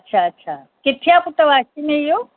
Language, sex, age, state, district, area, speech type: Sindhi, female, 45-60, Maharashtra, Mumbai Suburban, urban, conversation